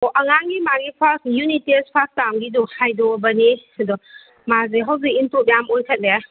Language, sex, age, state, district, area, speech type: Manipuri, female, 45-60, Manipur, Kakching, rural, conversation